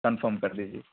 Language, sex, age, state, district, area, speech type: Urdu, male, 18-30, Uttar Pradesh, Ghaziabad, urban, conversation